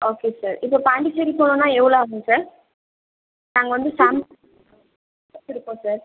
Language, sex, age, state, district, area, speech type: Tamil, female, 30-45, Tamil Nadu, Viluppuram, rural, conversation